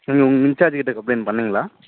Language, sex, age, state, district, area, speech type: Tamil, female, 18-30, Tamil Nadu, Dharmapuri, rural, conversation